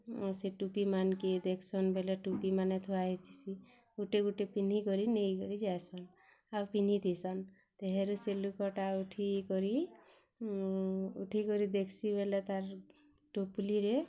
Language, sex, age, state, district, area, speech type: Odia, female, 30-45, Odisha, Bargarh, urban, spontaneous